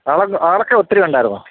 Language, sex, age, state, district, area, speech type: Malayalam, male, 45-60, Kerala, Alappuzha, urban, conversation